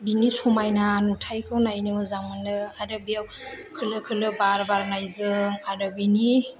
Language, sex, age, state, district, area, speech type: Bodo, female, 18-30, Assam, Chirang, rural, spontaneous